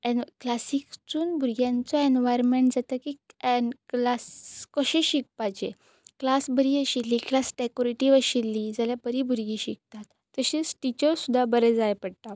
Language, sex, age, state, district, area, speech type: Goan Konkani, female, 18-30, Goa, Pernem, rural, spontaneous